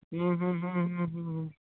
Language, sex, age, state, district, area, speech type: Santali, male, 45-60, West Bengal, Purulia, rural, conversation